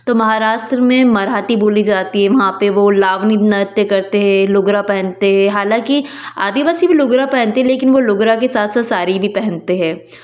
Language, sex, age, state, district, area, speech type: Hindi, female, 30-45, Madhya Pradesh, Betul, urban, spontaneous